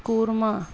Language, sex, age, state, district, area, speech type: Urdu, female, 60+, Bihar, Gaya, urban, spontaneous